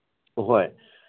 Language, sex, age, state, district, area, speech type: Manipuri, male, 30-45, Manipur, Senapati, rural, conversation